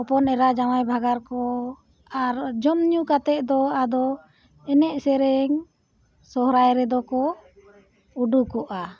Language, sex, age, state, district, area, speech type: Santali, female, 60+, Jharkhand, Bokaro, rural, spontaneous